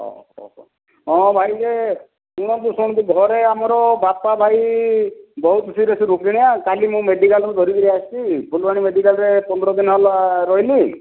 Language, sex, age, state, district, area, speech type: Odia, male, 60+, Odisha, Kandhamal, rural, conversation